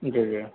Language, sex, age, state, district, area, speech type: Urdu, male, 45-60, Uttar Pradesh, Gautam Buddha Nagar, urban, conversation